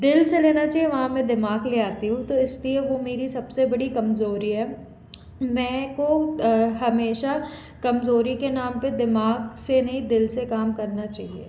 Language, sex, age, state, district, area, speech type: Hindi, female, 18-30, Madhya Pradesh, Jabalpur, urban, spontaneous